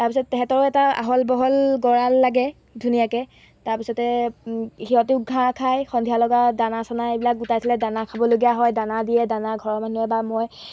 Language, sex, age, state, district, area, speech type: Assamese, female, 18-30, Assam, Golaghat, rural, spontaneous